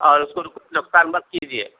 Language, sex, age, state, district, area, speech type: Urdu, male, 45-60, Telangana, Hyderabad, urban, conversation